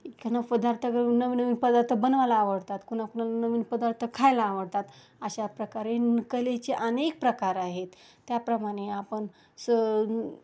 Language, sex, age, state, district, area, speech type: Marathi, female, 30-45, Maharashtra, Osmanabad, rural, spontaneous